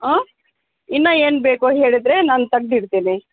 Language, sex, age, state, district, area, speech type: Kannada, female, 30-45, Karnataka, Bellary, rural, conversation